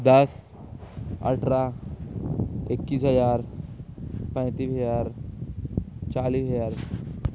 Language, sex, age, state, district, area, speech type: Urdu, male, 18-30, Maharashtra, Nashik, rural, spontaneous